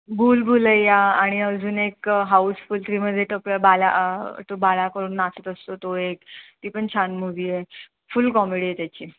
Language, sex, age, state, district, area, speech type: Marathi, female, 30-45, Maharashtra, Mumbai Suburban, urban, conversation